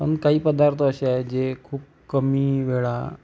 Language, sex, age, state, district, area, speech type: Marathi, female, 30-45, Maharashtra, Amravati, rural, spontaneous